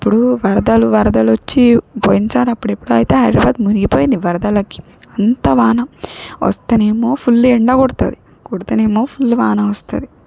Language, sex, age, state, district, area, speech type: Telugu, female, 18-30, Telangana, Siddipet, rural, spontaneous